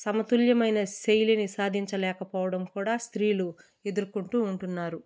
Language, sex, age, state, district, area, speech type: Telugu, female, 30-45, Andhra Pradesh, Kadapa, rural, spontaneous